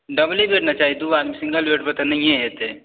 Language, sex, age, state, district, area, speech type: Maithili, male, 18-30, Bihar, Supaul, rural, conversation